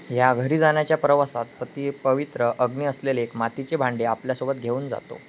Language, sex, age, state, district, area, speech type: Marathi, male, 18-30, Maharashtra, Ratnagiri, rural, read